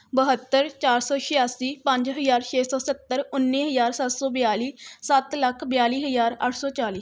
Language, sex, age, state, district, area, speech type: Punjabi, female, 18-30, Punjab, Rupnagar, rural, spontaneous